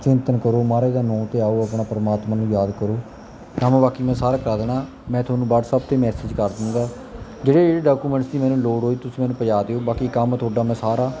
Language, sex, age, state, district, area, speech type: Punjabi, male, 18-30, Punjab, Kapurthala, rural, spontaneous